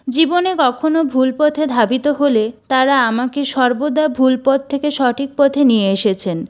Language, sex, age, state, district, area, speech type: Bengali, female, 18-30, West Bengal, Purulia, urban, spontaneous